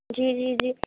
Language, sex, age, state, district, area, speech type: Urdu, female, 30-45, Uttar Pradesh, Gautam Buddha Nagar, urban, conversation